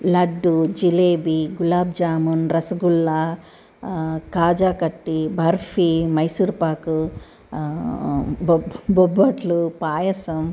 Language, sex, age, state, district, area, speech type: Telugu, female, 60+, Telangana, Medchal, urban, spontaneous